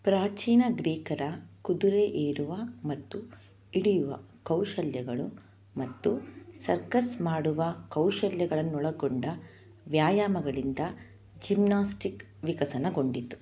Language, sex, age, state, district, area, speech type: Kannada, female, 30-45, Karnataka, Chamarajanagar, rural, read